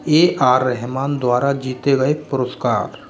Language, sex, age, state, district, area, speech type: Hindi, male, 30-45, Rajasthan, Jaipur, urban, read